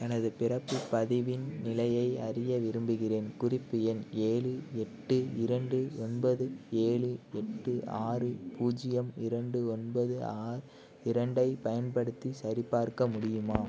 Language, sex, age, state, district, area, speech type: Tamil, male, 18-30, Tamil Nadu, Thanjavur, rural, read